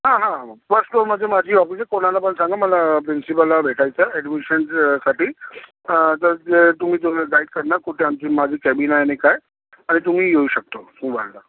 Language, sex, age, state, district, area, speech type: Marathi, male, 45-60, Maharashtra, Yavatmal, urban, conversation